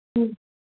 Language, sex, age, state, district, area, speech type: Tamil, female, 18-30, Tamil Nadu, Madurai, urban, conversation